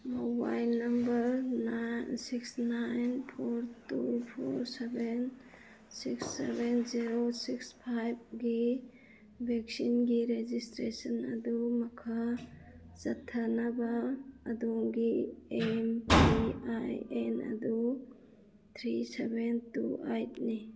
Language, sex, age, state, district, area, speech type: Manipuri, female, 45-60, Manipur, Churachandpur, urban, read